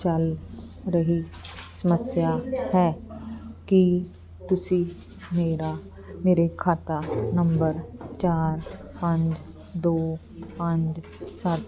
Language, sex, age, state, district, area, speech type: Punjabi, female, 45-60, Punjab, Fazilka, rural, read